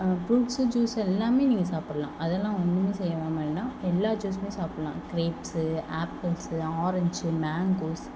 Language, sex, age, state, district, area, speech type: Tamil, female, 18-30, Tamil Nadu, Sivaganga, rural, spontaneous